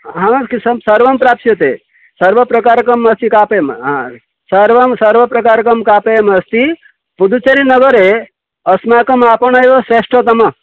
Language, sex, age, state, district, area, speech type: Sanskrit, male, 60+, Odisha, Balasore, urban, conversation